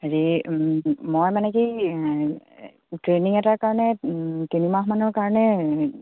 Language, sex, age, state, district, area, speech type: Assamese, female, 30-45, Assam, Dibrugarh, rural, conversation